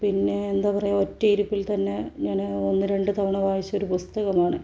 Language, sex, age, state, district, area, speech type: Malayalam, female, 18-30, Kerala, Wayanad, rural, spontaneous